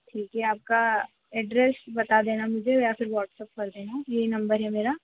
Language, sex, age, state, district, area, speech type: Hindi, female, 18-30, Madhya Pradesh, Harda, urban, conversation